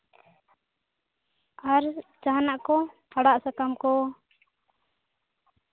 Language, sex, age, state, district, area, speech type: Santali, female, 18-30, Jharkhand, Seraikela Kharsawan, rural, conversation